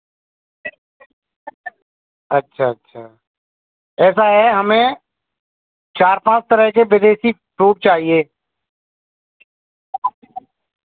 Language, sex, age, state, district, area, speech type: Hindi, male, 45-60, Rajasthan, Bharatpur, urban, conversation